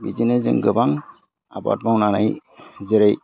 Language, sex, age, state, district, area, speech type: Bodo, male, 45-60, Assam, Udalguri, urban, spontaneous